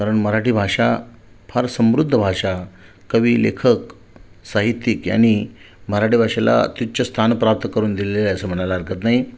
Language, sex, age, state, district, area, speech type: Marathi, male, 45-60, Maharashtra, Sindhudurg, rural, spontaneous